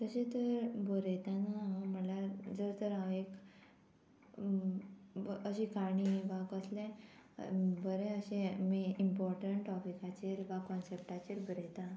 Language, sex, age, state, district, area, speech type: Goan Konkani, female, 18-30, Goa, Murmgao, rural, spontaneous